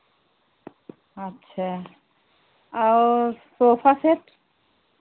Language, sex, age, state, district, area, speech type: Hindi, female, 60+, Uttar Pradesh, Pratapgarh, rural, conversation